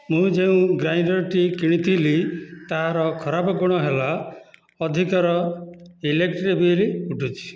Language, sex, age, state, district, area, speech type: Odia, male, 60+, Odisha, Dhenkanal, rural, spontaneous